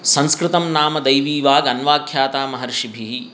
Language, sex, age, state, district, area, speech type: Sanskrit, male, 30-45, Telangana, Hyderabad, urban, spontaneous